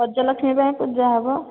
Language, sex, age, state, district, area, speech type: Odia, female, 18-30, Odisha, Nayagarh, rural, conversation